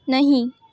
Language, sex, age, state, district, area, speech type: Hindi, female, 18-30, Uttar Pradesh, Bhadohi, rural, read